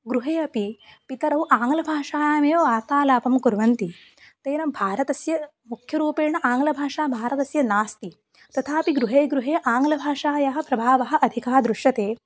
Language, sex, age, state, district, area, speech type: Sanskrit, female, 18-30, Maharashtra, Sindhudurg, rural, spontaneous